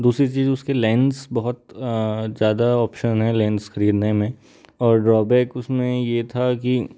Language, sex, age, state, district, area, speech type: Hindi, male, 30-45, Madhya Pradesh, Balaghat, rural, spontaneous